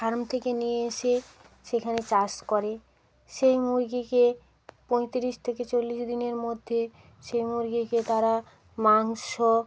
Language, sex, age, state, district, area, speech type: Bengali, female, 45-60, West Bengal, Hooghly, urban, spontaneous